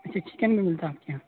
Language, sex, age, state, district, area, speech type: Urdu, male, 18-30, Uttar Pradesh, Saharanpur, urban, conversation